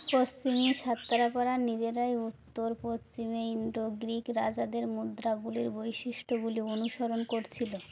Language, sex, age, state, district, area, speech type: Bengali, female, 18-30, West Bengal, Birbhum, urban, read